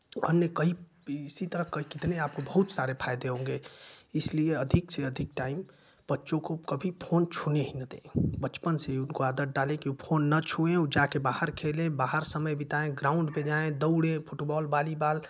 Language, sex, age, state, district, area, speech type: Hindi, male, 18-30, Uttar Pradesh, Ghazipur, rural, spontaneous